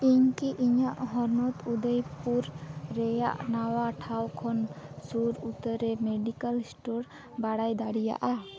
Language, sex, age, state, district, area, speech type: Santali, female, 18-30, West Bengal, Dakshin Dinajpur, rural, read